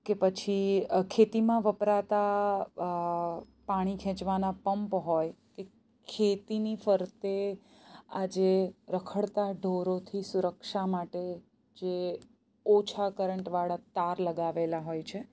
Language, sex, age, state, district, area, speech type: Gujarati, female, 30-45, Gujarat, Surat, rural, spontaneous